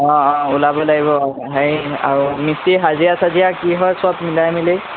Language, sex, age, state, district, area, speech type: Assamese, male, 18-30, Assam, Lakhimpur, rural, conversation